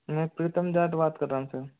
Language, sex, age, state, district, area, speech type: Hindi, male, 18-30, Rajasthan, Jodhpur, rural, conversation